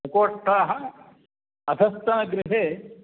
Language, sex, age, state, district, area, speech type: Sanskrit, male, 60+, Karnataka, Uttara Kannada, rural, conversation